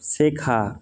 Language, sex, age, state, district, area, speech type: Bengali, male, 30-45, West Bengal, Bankura, urban, read